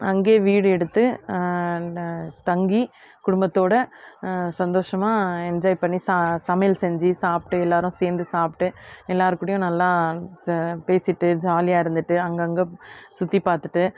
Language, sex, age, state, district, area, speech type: Tamil, female, 30-45, Tamil Nadu, Krishnagiri, rural, spontaneous